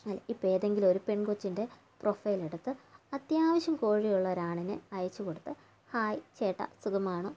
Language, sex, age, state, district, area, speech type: Malayalam, female, 30-45, Kerala, Kannur, rural, spontaneous